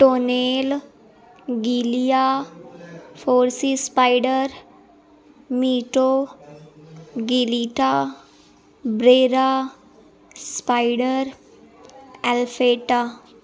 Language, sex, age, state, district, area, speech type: Urdu, female, 18-30, Bihar, Gaya, urban, spontaneous